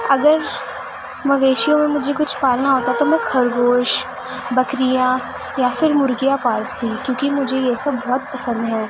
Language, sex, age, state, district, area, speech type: Urdu, female, 18-30, Delhi, East Delhi, rural, spontaneous